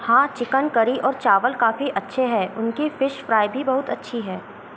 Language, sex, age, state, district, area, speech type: Hindi, female, 18-30, Madhya Pradesh, Chhindwara, urban, read